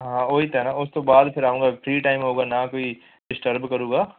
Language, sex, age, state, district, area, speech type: Punjabi, male, 18-30, Punjab, Fazilka, rural, conversation